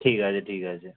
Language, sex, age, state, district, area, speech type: Bengali, male, 18-30, West Bengal, Kolkata, urban, conversation